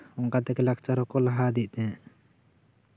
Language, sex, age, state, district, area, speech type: Santali, male, 18-30, West Bengal, Bankura, rural, spontaneous